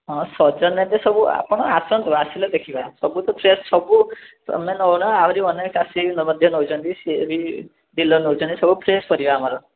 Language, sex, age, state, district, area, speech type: Odia, male, 18-30, Odisha, Rayagada, rural, conversation